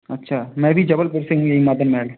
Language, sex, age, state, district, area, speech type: Hindi, male, 18-30, Madhya Pradesh, Jabalpur, urban, conversation